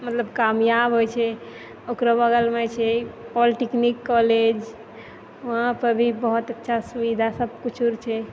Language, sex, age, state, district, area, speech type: Maithili, female, 18-30, Bihar, Purnia, rural, spontaneous